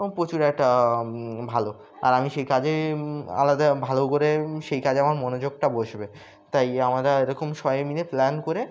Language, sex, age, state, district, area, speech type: Bengali, male, 18-30, West Bengal, Birbhum, urban, spontaneous